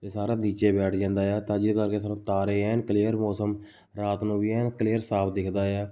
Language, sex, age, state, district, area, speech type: Punjabi, male, 18-30, Punjab, Shaheed Bhagat Singh Nagar, urban, spontaneous